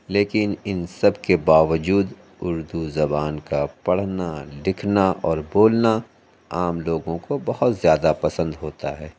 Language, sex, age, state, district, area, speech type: Urdu, male, 45-60, Uttar Pradesh, Lucknow, rural, spontaneous